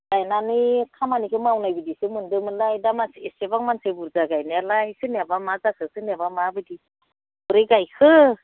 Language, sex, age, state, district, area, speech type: Bodo, female, 45-60, Assam, Udalguri, rural, conversation